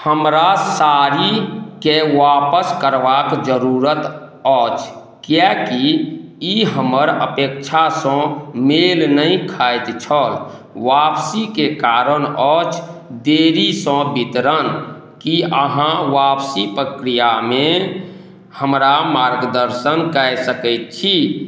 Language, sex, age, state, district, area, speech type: Maithili, male, 45-60, Bihar, Madhubani, rural, read